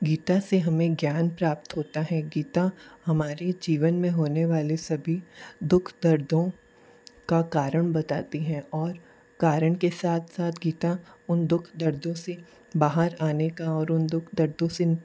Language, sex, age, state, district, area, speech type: Hindi, male, 18-30, Rajasthan, Jodhpur, urban, spontaneous